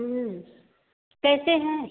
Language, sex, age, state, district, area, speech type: Hindi, female, 30-45, Uttar Pradesh, Bhadohi, rural, conversation